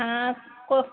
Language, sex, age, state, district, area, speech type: Marathi, female, 30-45, Maharashtra, Wardha, rural, conversation